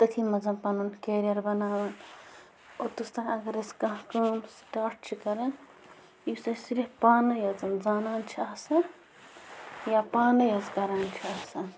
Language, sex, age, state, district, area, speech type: Kashmiri, female, 30-45, Jammu and Kashmir, Bandipora, rural, spontaneous